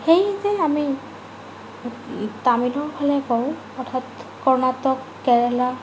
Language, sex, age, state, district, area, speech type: Assamese, female, 18-30, Assam, Morigaon, rural, spontaneous